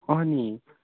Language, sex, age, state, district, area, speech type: Nepali, male, 18-30, West Bengal, Darjeeling, rural, conversation